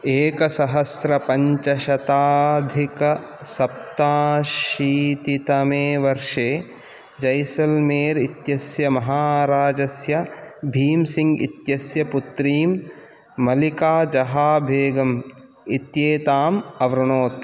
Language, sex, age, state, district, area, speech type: Sanskrit, male, 30-45, Karnataka, Udupi, urban, read